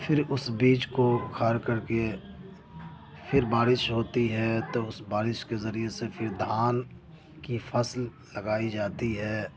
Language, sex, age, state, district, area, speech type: Urdu, male, 30-45, Uttar Pradesh, Ghaziabad, urban, spontaneous